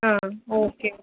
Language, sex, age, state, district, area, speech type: Tamil, female, 30-45, Tamil Nadu, Chennai, urban, conversation